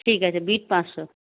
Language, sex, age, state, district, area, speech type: Bengali, female, 45-60, West Bengal, Purulia, rural, conversation